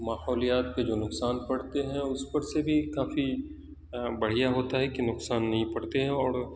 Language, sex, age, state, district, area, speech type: Urdu, male, 18-30, Bihar, Saharsa, rural, spontaneous